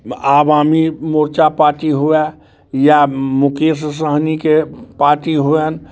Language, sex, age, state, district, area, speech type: Maithili, male, 45-60, Bihar, Muzaffarpur, rural, spontaneous